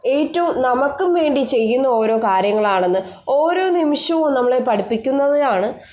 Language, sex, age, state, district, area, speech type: Malayalam, female, 18-30, Kerala, Thiruvananthapuram, rural, spontaneous